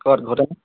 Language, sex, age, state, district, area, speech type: Assamese, male, 18-30, Assam, Tinsukia, urban, conversation